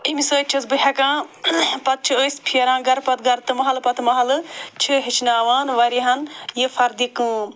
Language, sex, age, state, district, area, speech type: Kashmiri, female, 45-60, Jammu and Kashmir, Srinagar, urban, spontaneous